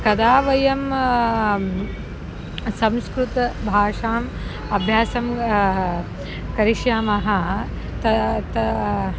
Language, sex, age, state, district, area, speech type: Sanskrit, female, 30-45, Karnataka, Dharwad, urban, spontaneous